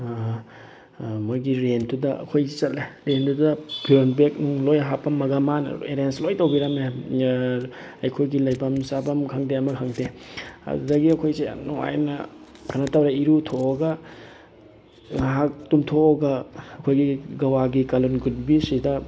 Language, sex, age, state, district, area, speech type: Manipuri, male, 18-30, Manipur, Bishnupur, rural, spontaneous